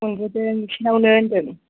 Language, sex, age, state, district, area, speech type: Bodo, female, 45-60, Assam, Kokrajhar, urban, conversation